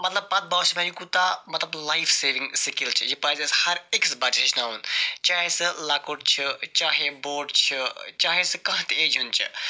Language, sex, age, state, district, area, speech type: Kashmiri, male, 45-60, Jammu and Kashmir, Budgam, urban, spontaneous